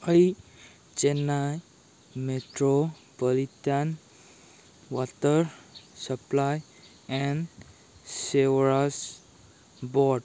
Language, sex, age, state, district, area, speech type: Manipuri, male, 18-30, Manipur, Kangpokpi, urban, read